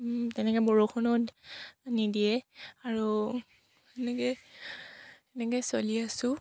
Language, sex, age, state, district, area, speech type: Assamese, female, 18-30, Assam, Sivasagar, rural, spontaneous